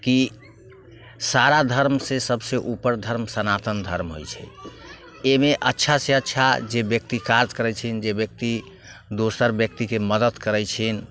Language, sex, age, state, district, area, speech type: Maithili, male, 30-45, Bihar, Muzaffarpur, rural, spontaneous